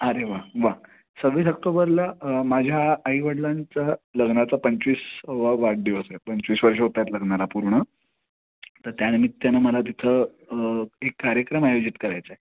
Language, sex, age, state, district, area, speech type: Marathi, male, 30-45, Maharashtra, Sangli, urban, conversation